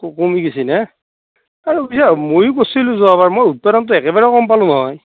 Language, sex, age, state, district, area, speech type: Assamese, male, 60+, Assam, Darrang, rural, conversation